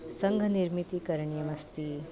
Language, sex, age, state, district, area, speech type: Sanskrit, female, 45-60, Maharashtra, Nagpur, urban, spontaneous